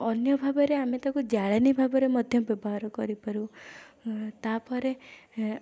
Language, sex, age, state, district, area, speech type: Odia, female, 18-30, Odisha, Puri, urban, spontaneous